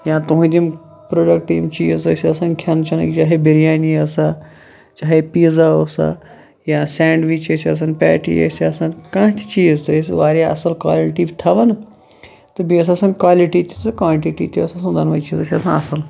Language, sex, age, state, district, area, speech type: Kashmiri, male, 30-45, Jammu and Kashmir, Shopian, rural, spontaneous